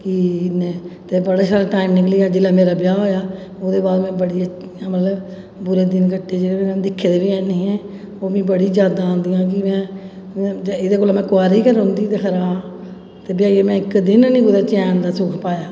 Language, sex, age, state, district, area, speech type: Dogri, female, 45-60, Jammu and Kashmir, Jammu, urban, spontaneous